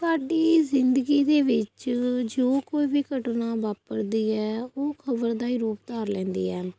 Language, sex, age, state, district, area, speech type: Punjabi, female, 18-30, Punjab, Fatehgarh Sahib, rural, spontaneous